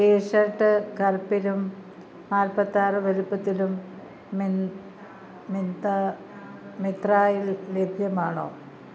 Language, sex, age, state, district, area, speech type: Malayalam, female, 60+, Kerala, Kollam, rural, read